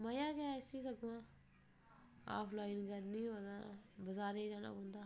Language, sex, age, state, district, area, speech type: Dogri, female, 30-45, Jammu and Kashmir, Udhampur, rural, spontaneous